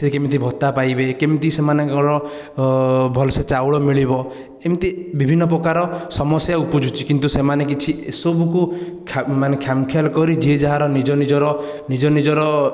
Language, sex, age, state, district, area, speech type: Odia, male, 30-45, Odisha, Khordha, rural, spontaneous